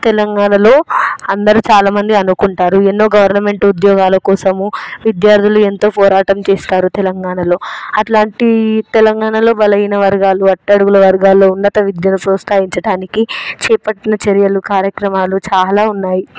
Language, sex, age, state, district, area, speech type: Telugu, female, 18-30, Telangana, Hyderabad, urban, spontaneous